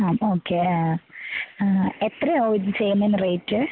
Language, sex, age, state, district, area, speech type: Malayalam, female, 45-60, Kerala, Kottayam, rural, conversation